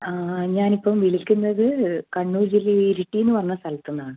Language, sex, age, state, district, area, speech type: Malayalam, female, 30-45, Kerala, Kannur, rural, conversation